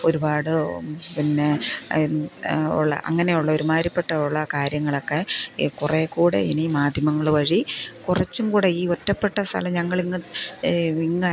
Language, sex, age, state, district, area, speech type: Malayalam, female, 45-60, Kerala, Thiruvananthapuram, rural, spontaneous